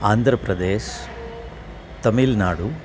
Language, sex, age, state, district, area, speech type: Gujarati, male, 60+, Gujarat, Surat, urban, spontaneous